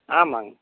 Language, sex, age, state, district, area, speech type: Tamil, male, 60+, Tamil Nadu, Erode, rural, conversation